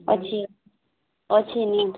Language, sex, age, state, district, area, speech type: Odia, female, 18-30, Odisha, Mayurbhanj, rural, conversation